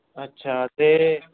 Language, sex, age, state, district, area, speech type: Dogri, male, 18-30, Jammu and Kashmir, Samba, rural, conversation